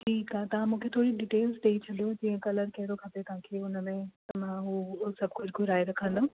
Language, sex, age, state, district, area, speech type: Sindhi, female, 30-45, Delhi, South Delhi, urban, conversation